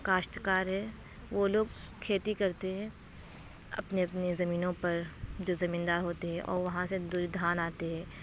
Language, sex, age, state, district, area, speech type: Urdu, female, 18-30, Uttar Pradesh, Aligarh, urban, spontaneous